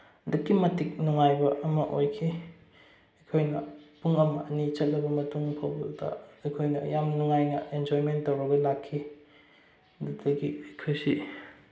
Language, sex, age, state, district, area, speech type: Manipuri, male, 18-30, Manipur, Bishnupur, rural, spontaneous